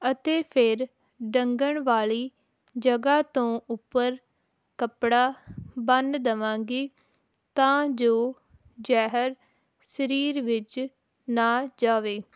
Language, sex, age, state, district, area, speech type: Punjabi, female, 18-30, Punjab, Hoshiarpur, rural, spontaneous